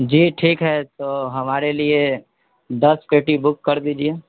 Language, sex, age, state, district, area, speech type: Urdu, male, 30-45, Bihar, East Champaran, urban, conversation